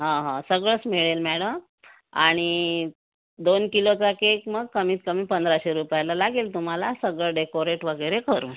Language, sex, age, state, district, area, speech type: Marathi, female, 30-45, Maharashtra, Amravati, urban, conversation